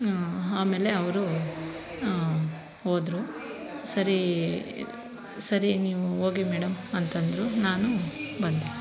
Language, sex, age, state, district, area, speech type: Kannada, female, 30-45, Karnataka, Bangalore Rural, rural, spontaneous